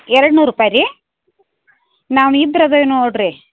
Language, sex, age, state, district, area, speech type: Kannada, female, 60+, Karnataka, Belgaum, rural, conversation